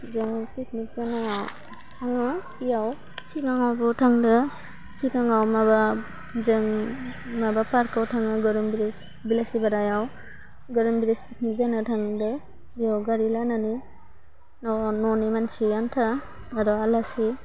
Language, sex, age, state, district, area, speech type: Bodo, female, 18-30, Assam, Udalguri, urban, spontaneous